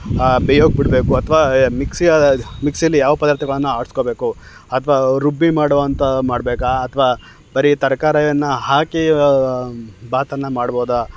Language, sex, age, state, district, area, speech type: Kannada, male, 30-45, Karnataka, Chamarajanagar, rural, spontaneous